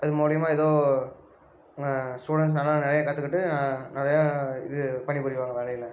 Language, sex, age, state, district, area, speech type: Tamil, male, 18-30, Tamil Nadu, Erode, rural, spontaneous